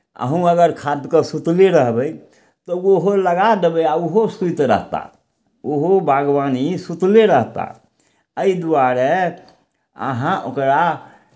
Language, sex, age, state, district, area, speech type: Maithili, male, 60+, Bihar, Samastipur, urban, spontaneous